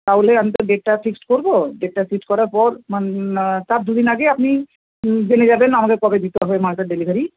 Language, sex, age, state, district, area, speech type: Bengali, female, 60+, West Bengal, Bankura, urban, conversation